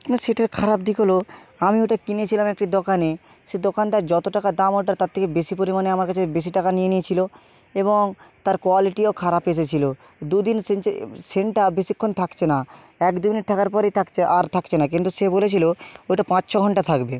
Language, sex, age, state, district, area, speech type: Bengali, male, 18-30, West Bengal, Bankura, rural, spontaneous